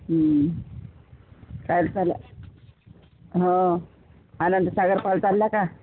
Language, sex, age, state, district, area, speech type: Marathi, female, 30-45, Maharashtra, Washim, rural, conversation